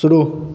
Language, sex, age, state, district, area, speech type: Hindi, male, 18-30, Bihar, Vaishali, rural, read